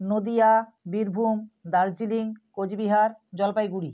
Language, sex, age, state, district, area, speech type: Bengali, female, 45-60, West Bengal, Nadia, rural, spontaneous